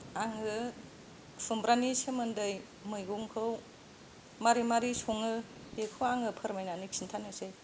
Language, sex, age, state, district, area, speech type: Bodo, female, 60+, Assam, Kokrajhar, rural, spontaneous